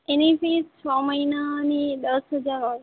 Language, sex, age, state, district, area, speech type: Gujarati, female, 18-30, Gujarat, Valsad, rural, conversation